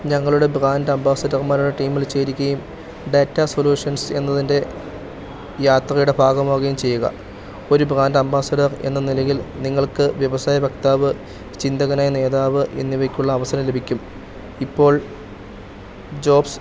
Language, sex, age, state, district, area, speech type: Malayalam, male, 30-45, Kerala, Idukki, rural, read